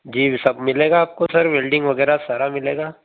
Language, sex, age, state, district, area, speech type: Hindi, male, 30-45, Madhya Pradesh, Ujjain, rural, conversation